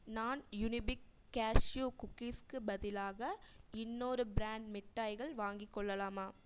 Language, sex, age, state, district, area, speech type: Tamil, female, 18-30, Tamil Nadu, Erode, rural, read